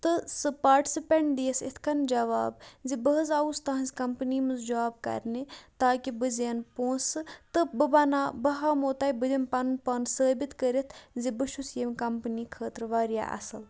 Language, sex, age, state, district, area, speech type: Kashmiri, male, 18-30, Jammu and Kashmir, Bandipora, rural, spontaneous